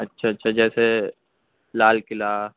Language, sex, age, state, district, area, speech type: Urdu, male, 18-30, Uttar Pradesh, Balrampur, rural, conversation